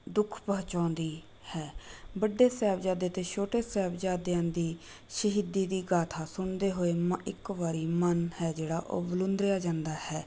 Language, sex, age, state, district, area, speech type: Punjabi, female, 30-45, Punjab, Rupnagar, rural, spontaneous